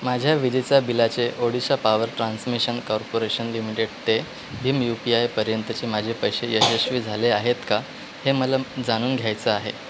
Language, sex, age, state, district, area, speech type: Marathi, male, 18-30, Maharashtra, Wardha, urban, read